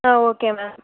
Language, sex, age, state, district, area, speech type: Tamil, female, 30-45, Tamil Nadu, Nagapattinam, rural, conversation